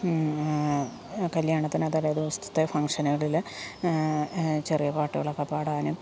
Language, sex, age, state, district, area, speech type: Malayalam, female, 30-45, Kerala, Alappuzha, rural, spontaneous